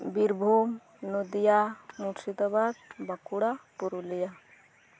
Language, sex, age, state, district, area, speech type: Santali, female, 18-30, West Bengal, Birbhum, rural, spontaneous